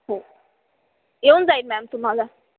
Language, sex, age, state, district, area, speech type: Marathi, female, 18-30, Maharashtra, Ahmednagar, rural, conversation